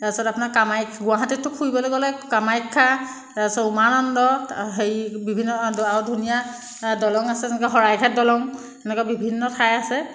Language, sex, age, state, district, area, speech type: Assamese, female, 30-45, Assam, Jorhat, urban, spontaneous